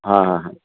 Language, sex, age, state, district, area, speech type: Kannada, male, 45-60, Karnataka, Dharwad, urban, conversation